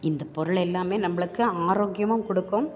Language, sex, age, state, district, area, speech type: Tamil, female, 45-60, Tamil Nadu, Tiruppur, urban, spontaneous